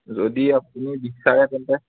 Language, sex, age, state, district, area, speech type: Assamese, male, 18-30, Assam, Biswanath, rural, conversation